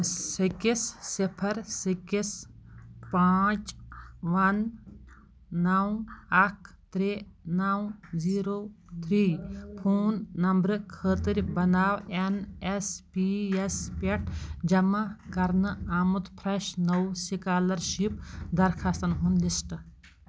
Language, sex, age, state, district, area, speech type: Kashmiri, female, 45-60, Jammu and Kashmir, Kupwara, urban, read